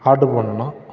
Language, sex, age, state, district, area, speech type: Tamil, male, 30-45, Tamil Nadu, Tiruppur, rural, spontaneous